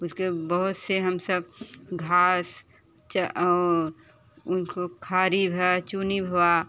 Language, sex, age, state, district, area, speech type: Hindi, female, 30-45, Uttar Pradesh, Bhadohi, rural, spontaneous